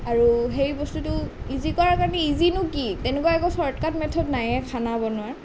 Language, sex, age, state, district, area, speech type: Assamese, female, 18-30, Assam, Nalbari, rural, spontaneous